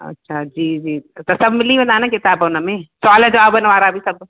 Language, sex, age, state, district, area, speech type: Sindhi, female, 45-60, Madhya Pradesh, Katni, rural, conversation